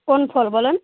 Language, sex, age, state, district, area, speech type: Bengali, female, 30-45, West Bengal, Malda, urban, conversation